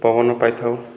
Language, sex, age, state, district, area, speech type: Odia, male, 30-45, Odisha, Boudh, rural, spontaneous